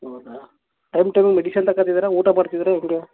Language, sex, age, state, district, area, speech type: Kannada, male, 30-45, Karnataka, Mysore, rural, conversation